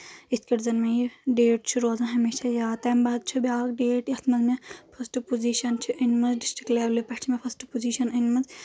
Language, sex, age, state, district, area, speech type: Kashmiri, female, 18-30, Jammu and Kashmir, Anantnag, rural, spontaneous